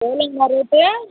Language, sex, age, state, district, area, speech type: Tamil, female, 45-60, Tamil Nadu, Kallakurichi, urban, conversation